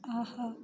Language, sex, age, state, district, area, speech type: Tamil, female, 30-45, Tamil Nadu, Ariyalur, rural, read